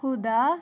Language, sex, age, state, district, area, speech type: Kashmiri, female, 18-30, Jammu and Kashmir, Pulwama, rural, spontaneous